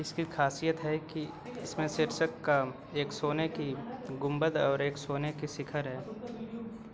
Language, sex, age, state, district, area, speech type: Hindi, male, 30-45, Uttar Pradesh, Azamgarh, rural, read